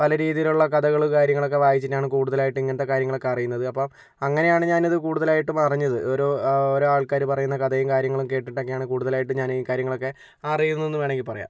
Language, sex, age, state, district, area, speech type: Malayalam, male, 60+, Kerala, Kozhikode, urban, spontaneous